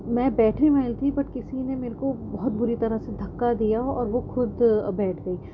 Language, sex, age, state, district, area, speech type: Urdu, female, 30-45, Delhi, North East Delhi, urban, spontaneous